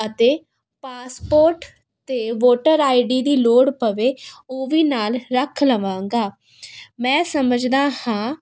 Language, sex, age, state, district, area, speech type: Punjabi, female, 18-30, Punjab, Kapurthala, urban, spontaneous